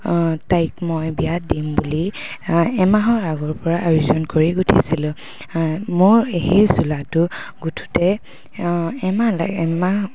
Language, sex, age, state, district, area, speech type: Assamese, female, 18-30, Assam, Dhemaji, urban, spontaneous